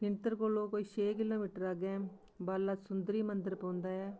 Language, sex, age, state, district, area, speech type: Dogri, female, 45-60, Jammu and Kashmir, Kathua, rural, spontaneous